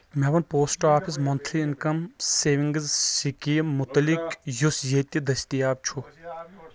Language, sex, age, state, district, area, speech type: Kashmiri, male, 18-30, Jammu and Kashmir, Kulgam, rural, read